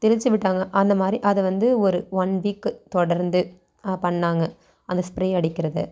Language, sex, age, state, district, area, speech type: Tamil, female, 18-30, Tamil Nadu, Thanjavur, rural, spontaneous